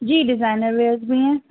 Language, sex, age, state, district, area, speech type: Urdu, female, 30-45, Uttar Pradesh, Rampur, urban, conversation